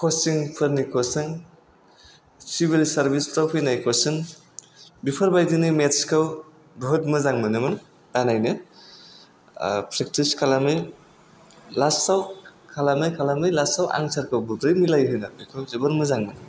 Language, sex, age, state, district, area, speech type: Bodo, male, 18-30, Assam, Chirang, rural, spontaneous